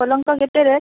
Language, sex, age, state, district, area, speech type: Odia, female, 45-60, Odisha, Boudh, rural, conversation